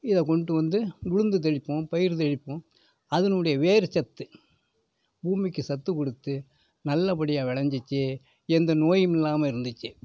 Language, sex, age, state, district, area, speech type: Tamil, male, 60+, Tamil Nadu, Thanjavur, rural, spontaneous